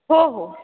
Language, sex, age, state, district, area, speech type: Marathi, female, 18-30, Maharashtra, Ahmednagar, urban, conversation